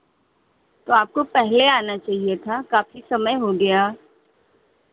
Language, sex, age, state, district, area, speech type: Hindi, female, 60+, Uttar Pradesh, Hardoi, rural, conversation